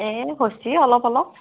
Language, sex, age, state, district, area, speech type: Assamese, female, 18-30, Assam, Darrang, rural, conversation